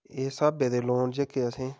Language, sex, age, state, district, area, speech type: Dogri, male, 30-45, Jammu and Kashmir, Udhampur, rural, spontaneous